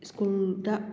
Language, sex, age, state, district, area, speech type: Manipuri, female, 45-60, Manipur, Kakching, rural, spontaneous